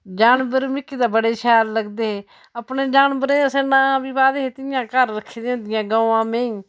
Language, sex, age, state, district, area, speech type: Dogri, female, 60+, Jammu and Kashmir, Udhampur, rural, spontaneous